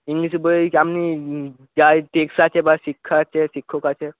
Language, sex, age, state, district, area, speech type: Bengali, male, 18-30, West Bengal, Paschim Medinipur, rural, conversation